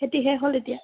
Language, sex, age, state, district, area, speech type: Assamese, female, 18-30, Assam, Charaideo, urban, conversation